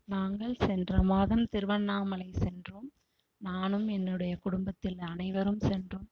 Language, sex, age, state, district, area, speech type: Tamil, female, 60+, Tamil Nadu, Cuddalore, rural, spontaneous